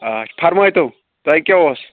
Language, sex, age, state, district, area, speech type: Kashmiri, male, 18-30, Jammu and Kashmir, Anantnag, rural, conversation